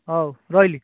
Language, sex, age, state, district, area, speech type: Odia, male, 18-30, Odisha, Bhadrak, rural, conversation